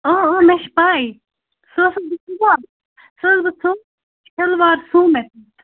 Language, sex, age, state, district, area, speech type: Kashmiri, female, 30-45, Jammu and Kashmir, Baramulla, rural, conversation